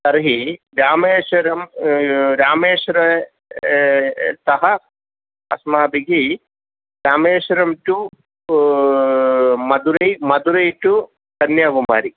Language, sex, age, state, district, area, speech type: Sanskrit, male, 45-60, Kerala, Thrissur, urban, conversation